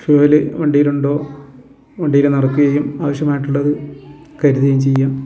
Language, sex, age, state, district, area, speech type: Malayalam, male, 45-60, Kerala, Wayanad, rural, spontaneous